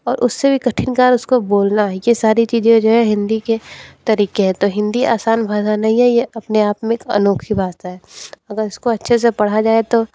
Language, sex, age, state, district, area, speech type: Hindi, female, 18-30, Uttar Pradesh, Sonbhadra, rural, spontaneous